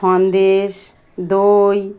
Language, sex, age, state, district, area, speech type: Bengali, female, 45-60, West Bengal, Dakshin Dinajpur, urban, spontaneous